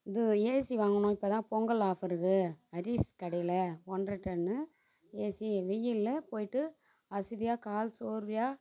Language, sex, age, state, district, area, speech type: Tamil, female, 45-60, Tamil Nadu, Tiruvannamalai, rural, spontaneous